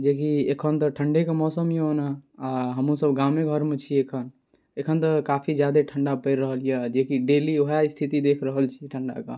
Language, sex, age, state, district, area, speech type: Maithili, male, 18-30, Bihar, Darbhanga, rural, spontaneous